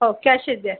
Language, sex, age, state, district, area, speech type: Marathi, female, 30-45, Maharashtra, Akola, urban, conversation